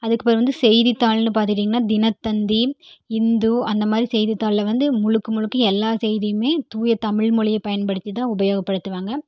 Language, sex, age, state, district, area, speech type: Tamil, female, 18-30, Tamil Nadu, Erode, rural, spontaneous